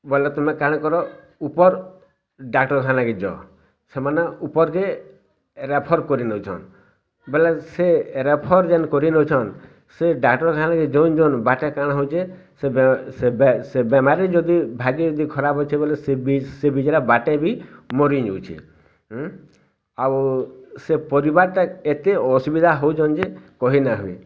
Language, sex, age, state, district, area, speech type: Odia, male, 60+, Odisha, Bargarh, rural, spontaneous